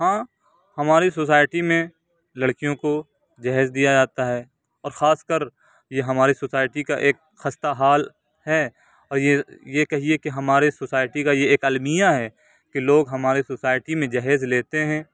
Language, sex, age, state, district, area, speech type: Urdu, male, 45-60, Uttar Pradesh, Aligarh, urban, spontaneous